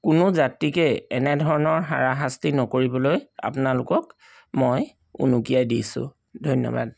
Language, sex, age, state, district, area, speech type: Assamese, male, 45-60, Assam, Charaideo, urban, spontaneous